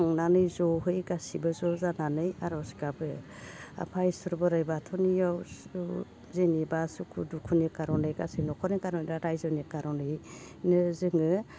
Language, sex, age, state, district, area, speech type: Bodo, female, 60+, Assam, Baksa, urban, spontaneous